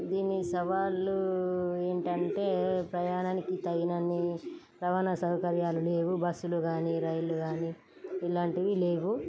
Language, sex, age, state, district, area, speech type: Telugu, female, 30-45, Telangana, Peddapalli, rural, spontaneous